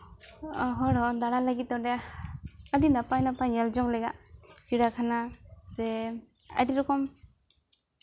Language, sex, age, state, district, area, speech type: Santali, female, 18-30, West Bengal, Jhargram, rural, spontaneous